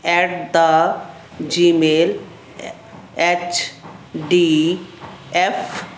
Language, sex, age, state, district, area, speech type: Punjabi, female, 60+, Punjab, Fazilka, rural, read